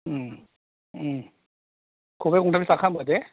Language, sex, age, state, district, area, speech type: Bodo, male, 45-60, Assam, Kokrajhar, rural, conversation